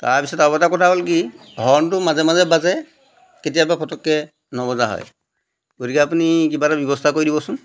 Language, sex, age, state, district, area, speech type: Assamese, male, 45-60, Assam, Jorhat, urban, spontaneous